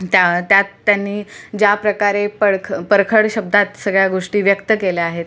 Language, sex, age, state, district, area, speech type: Marathi, female, 18-30, Maharashtra, Sindhudurg, rural, spontaneous